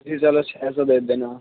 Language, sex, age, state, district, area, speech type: Urdu, male, 60+, Delhi, Central Delhi, rural, conversation